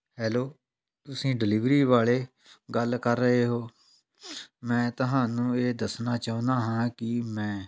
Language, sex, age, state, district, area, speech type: Punjabi, male, 45-60, Punjab, Tarn Taran, rural, spontaneous